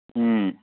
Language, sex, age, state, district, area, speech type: Manipuri, male, 30-45, Manipur, Senapati, rural, conversation